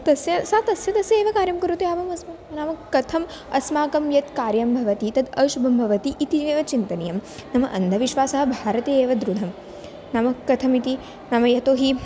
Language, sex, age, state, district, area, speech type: Sanskrit, female, 18-30, Maharashtra, Wardha, urban, spontaneous